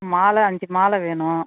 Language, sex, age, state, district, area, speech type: Tamil, female, 60+, Tamil Nadu, Tiruvannamalai, rural, conversation